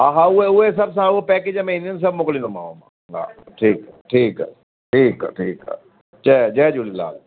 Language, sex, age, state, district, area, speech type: Sindhi, male, 45-60, Delhi, South Delhi, urban, conversation